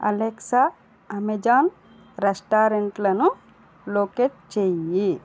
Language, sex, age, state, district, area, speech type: Telugu, female, 60+, Andhra Pradesh, East Godavari, rural, read